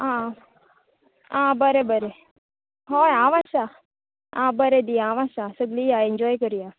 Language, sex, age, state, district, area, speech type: Goan Konkani, female, 18-30, Goa, Tiswadi, rural, conversation